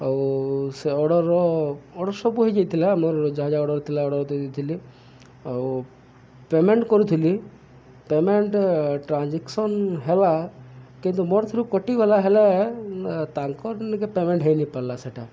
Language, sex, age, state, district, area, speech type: Odia, male, 45-60, Odisha, Subarnapur, urban, spontaneous